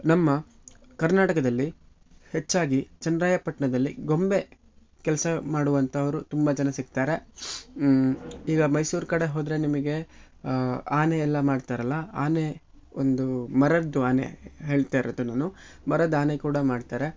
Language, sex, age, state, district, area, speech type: Kannada, male, 18-30, Karnataka, Shimoga, rural, spontaneous